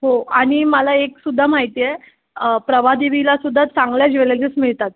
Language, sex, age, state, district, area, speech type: Marathi, female, 18-30, Maharashtra, Mumbai Suburban, urban, conversation